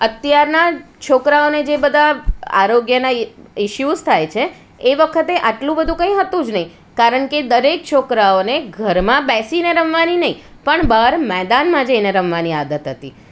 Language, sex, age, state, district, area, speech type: Gujarati, female, 45-60, Gujarat, Surat, urban, spontaneous